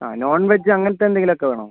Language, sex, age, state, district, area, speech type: Malayalam, male, 45-60, Kerala, Wayanad, rural, conversation